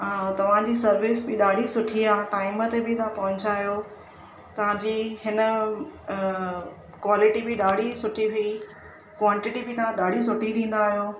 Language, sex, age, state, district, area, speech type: Sindhi, female, 30-45, Maharashtra, Thane, urban, spontaneous